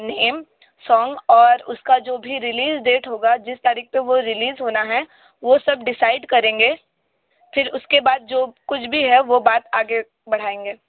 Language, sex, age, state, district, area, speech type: Hindi, female, 18-30, Uttar Pradesh, Sonbhadra, rural, conversation